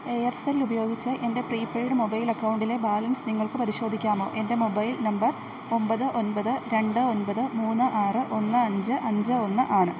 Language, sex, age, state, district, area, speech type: Malayalam, female, 30-45, Kerala, Idukki, rural, read